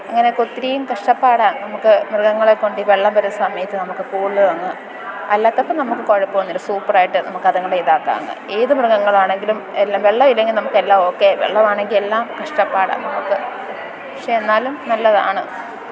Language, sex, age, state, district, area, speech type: Malayalam, female, 30-45, Kerala, Alappuzha, rural, spontaneous